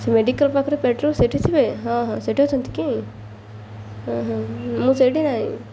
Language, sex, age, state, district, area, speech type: Odia, female, 18-30, Odisha, Malkangiri, urban, spontaneous